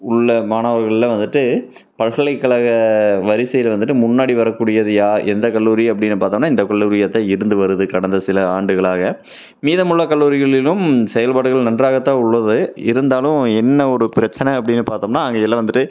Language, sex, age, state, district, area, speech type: Tamil, male, 30-45, Tamil Nadu, Tiruppur, rural, spontaneous